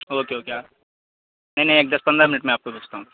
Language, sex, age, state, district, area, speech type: Urdu, male, 18-30, Bihar, Saharsa, rural, conversation